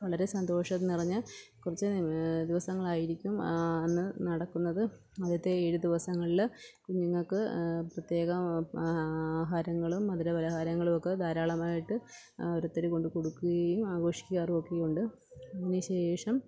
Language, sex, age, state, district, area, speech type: Malayalam, female, 30-45, Kerala, Pathanamthitta, urban, spontaneous